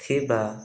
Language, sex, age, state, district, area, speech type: Odia, male, 18-30, Odisha, Rayagada, rural, spontaneous